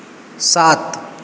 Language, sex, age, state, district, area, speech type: Bengali, male, 30-45, West Bengal, Purba Bardhaman, urban, read